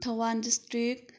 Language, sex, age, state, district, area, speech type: Manipuri, female, 30-45, Manipur, Thoubal, rural, spontaneous